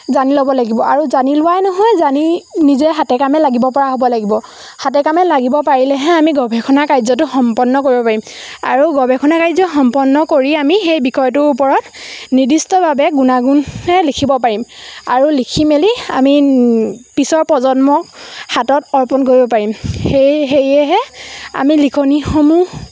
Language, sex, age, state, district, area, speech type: Assamese, female, 18-30, Assam, Lakhimpur, rural, spontaneous